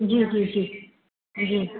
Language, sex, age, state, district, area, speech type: Sindhi, female, 45-60, Uttar Pradesh, Lucknow, rural, conversation